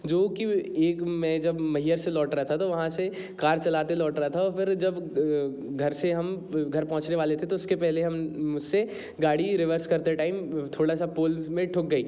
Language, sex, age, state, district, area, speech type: Hindi, male, 30-45, Madhya Pradesh, Jabalpur, urban, spontaneous